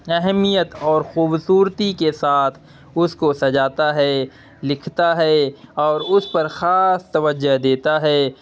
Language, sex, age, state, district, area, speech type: Urdu, male, 30-45, Bihar, Purnia, rural, spontaneous